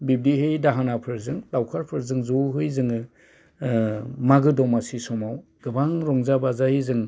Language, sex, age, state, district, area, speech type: Bodo, male, 45-60, Assam, Udalguri, urban, spontaneous